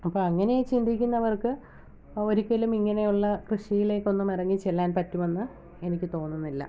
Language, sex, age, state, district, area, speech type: Malayalam, female, 30-45, Kerala, Alappuzha, rural, spontaneous